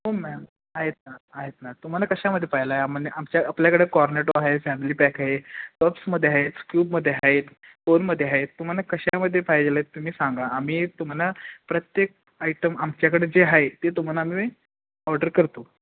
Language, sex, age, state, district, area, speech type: Marathi, male, 18-30, Maharashtra, Kolhapur, urban, conversation